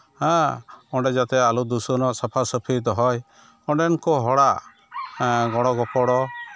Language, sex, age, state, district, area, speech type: Santali, male, 60+, West Bengal, Malda, rural, spontaneous